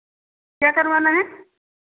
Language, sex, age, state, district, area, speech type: Hindi, female, 45-60, Uttar Pradesh, Ayodhya, rural, conversation